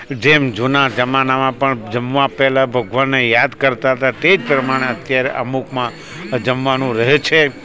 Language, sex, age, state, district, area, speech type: Gujarati, male, 60+, Gujarat, Rajkot, rural, spontaneous